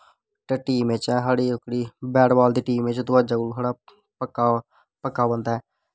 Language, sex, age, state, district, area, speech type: Dogri, male, 18-30, Jammu and Kashmir, Samba, urban, spontaneous